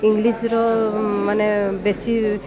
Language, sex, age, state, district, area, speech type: Odia, female, 30-45, Odisha, Koraput, urban, spontaneous